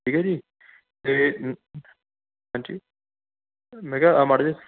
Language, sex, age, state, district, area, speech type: Punjabi, male, 18-30, Punjab, Kapurthala, urban, conversation